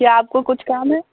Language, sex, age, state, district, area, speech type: Hindi, female, 18-30, Bihar, Samastipur, rural, conversation